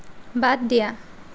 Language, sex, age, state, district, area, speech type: Assamese, female, 30-45, Assam, Lakhimpur, rural, read